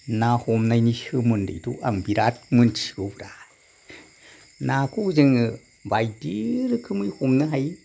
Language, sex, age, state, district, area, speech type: Bodo, male, 60+, Assam, Kokrajhar, urban, spontaneous